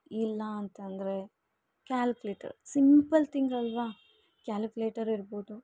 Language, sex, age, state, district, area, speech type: Kannada, female, 18-30, Karnataka, Bangalore Rural, urban, spontaneous